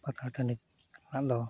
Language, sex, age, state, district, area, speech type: Santali, male, 30-45, West Bengal, Uttar Dinajpur, rural, spontaneous